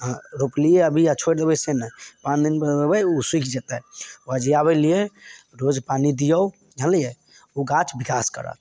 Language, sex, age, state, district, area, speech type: Maithili, male, 18-30, Bihar, Samastipur, rural, spontaneous